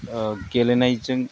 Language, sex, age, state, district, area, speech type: Bodo, male, 45-60, Assam, Udalguri, rural, spontaneous